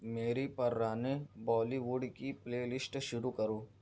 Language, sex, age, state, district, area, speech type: Urdu, male, 45-60, Maharashtra, Nashik, urban, read